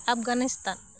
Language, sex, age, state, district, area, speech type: Santali, female, 45-60, Jharkhand, Seraikela Kharsawan, rural, spontaneous